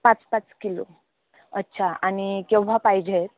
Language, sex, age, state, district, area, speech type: Marathi, female, 18-30, Maharashtra, Nashik, rural, conversation